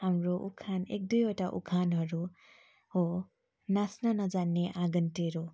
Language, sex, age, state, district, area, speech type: Nepali, female, 30-45, West Bengal, Darjeeling, rural, spontaneous